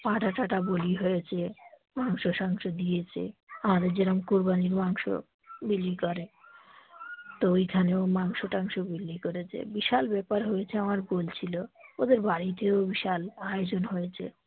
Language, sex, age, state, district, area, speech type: Bengali, female, 45-60, West Bengal, Dakshin Dinajpur, urban, conversation